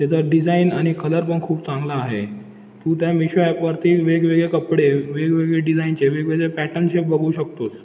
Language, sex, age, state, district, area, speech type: Marathi, male, 18-30, Maharashtra, Ratnagiri, urban, spontaneous